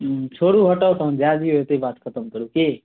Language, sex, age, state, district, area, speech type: Maithili, male, 18-30, Bihar, Darbhanga, rural, conversation